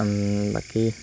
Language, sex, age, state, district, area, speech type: Assamese, male, 18-30, Assam, Lakhimpur, rural, spontaneous